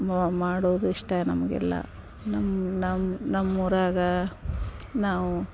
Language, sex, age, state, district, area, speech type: Kannada, female, 30-45, Karnataka, Dharwad, rural, spontaneous